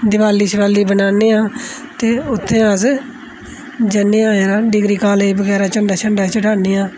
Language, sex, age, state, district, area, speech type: Dogri, female, 30-45, Jammu and Kashmir, Udhampur, urban, spontaneous